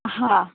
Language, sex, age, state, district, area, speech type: Gujarati, female, 45-60, Gujarat, Surat, urban, conversation